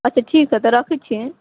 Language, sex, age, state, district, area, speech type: Maithili, female, 18-30, Bihar, Sitamarhi, rural, conversation